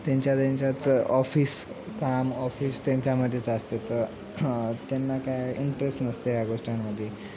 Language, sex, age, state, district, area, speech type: Marathi, male, 18-30, Maharashtra, Nanded, rural, spontaneous